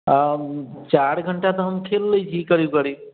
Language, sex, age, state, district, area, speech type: Maithili, male, 30-45, Bihar, Sitamarhi, urban, conversation